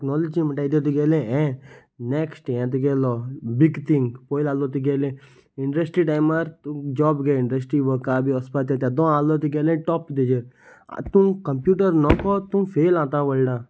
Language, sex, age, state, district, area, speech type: Goan Konkani, male, 18-30, Goa, Salcete, rural, spontaneous